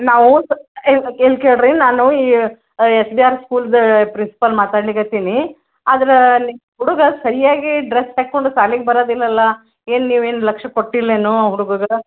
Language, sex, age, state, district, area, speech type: Kannada, female, 60+, Karnataka, Gulbarga, urban, conversation